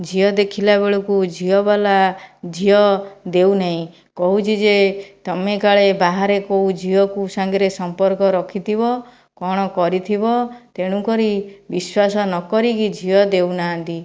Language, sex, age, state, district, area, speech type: Odia, female, 45-60, Odisha, Jajpur, rural, spontaneous